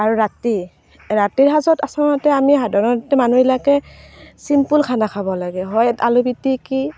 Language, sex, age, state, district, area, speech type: Assamese, female, 30-45, Assam, Barpeta, rural, spontaneous